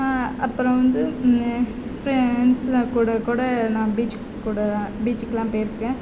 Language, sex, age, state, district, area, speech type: Tamil, female, 18-30, Tamil Nadu, Mayiladuthurai, rural, spontaneous